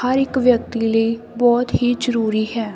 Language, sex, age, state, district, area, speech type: Punjabi, female, 18-30, Punjab, Sangrur, rural, spontaneous